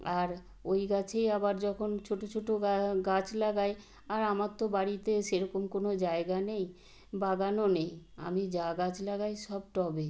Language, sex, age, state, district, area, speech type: Bengali, female, 60+, West Bengal, Purba Medinipur, rural, spontaneous